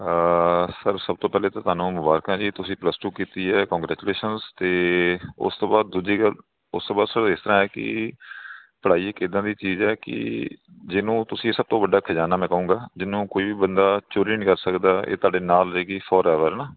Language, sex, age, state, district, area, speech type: Punjabi, male, 30-45, Punjab, Kapurthala, urban, conversation